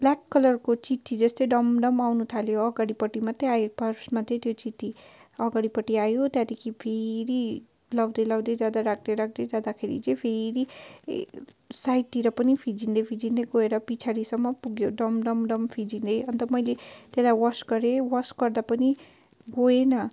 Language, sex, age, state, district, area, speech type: Nepali, female, 18-30, West Bengal, Darjeeling, rural, spontaneous